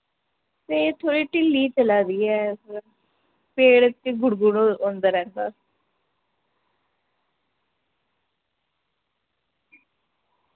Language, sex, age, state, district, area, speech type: Dogri, female, 18-30, Jammu and Kashmir, Udhampur, rural, conversation